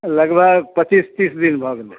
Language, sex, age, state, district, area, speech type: Maithili, male, 45-60, Bihar, Madhubani, rural, conversation